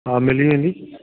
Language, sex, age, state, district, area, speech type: Sindhi, male, 60+, Delhi, South Delhi, rural, conversation